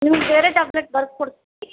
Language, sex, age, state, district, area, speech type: Kannada, female, 30-45, Karnataka, Gadag, rural, conversation